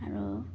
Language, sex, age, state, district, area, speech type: Assamese, female, 30-45, Assam, Udalguri, rural, spontaneous